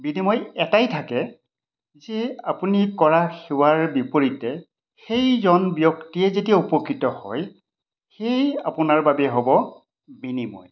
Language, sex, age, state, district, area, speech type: Assamese, male, 60+, Assam, Majuli, urban, spontaneous